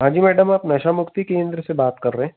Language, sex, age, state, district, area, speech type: Hindi, male, 30-45, Madhya Pradesh, Jabalpur, urban, conversation